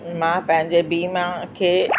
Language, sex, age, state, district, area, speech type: Sindhi, female, 60+, Uttar Pradesh, Lucknow, rural, spontaneous